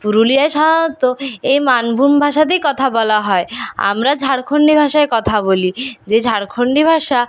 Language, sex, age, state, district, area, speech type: Bengali, female, 45-60, West Bengal, Purulia, rural, spontaneous